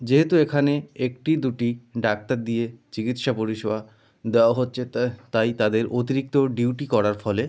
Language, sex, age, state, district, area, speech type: Bengali, male, 30-45, West Bengal, North 24 Parganas, rural, spontaneous